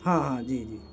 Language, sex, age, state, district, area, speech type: Urdu, male, 18-30, Bihar, Gaya, urban, spontaneous